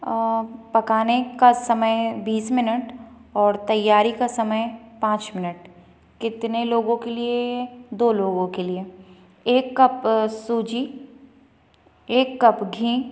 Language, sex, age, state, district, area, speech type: Hindi, female, 30-45, Madhya Pradesh, Balaghat, rural, spontaneous